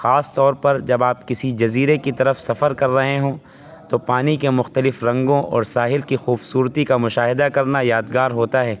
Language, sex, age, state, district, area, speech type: Urdu, male, 18-30, Uttar Pradesh, Saharanpur, urban, spontaneous